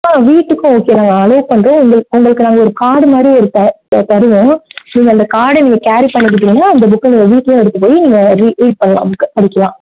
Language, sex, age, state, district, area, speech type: Tamil, female, 18-30, Tamil Nadu, Mayiladuthurai, urban, conversation